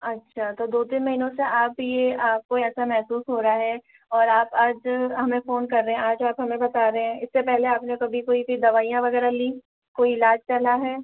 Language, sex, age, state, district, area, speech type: Hindi, female, 30-45, Rajasthan, Jaipur, urban, conversation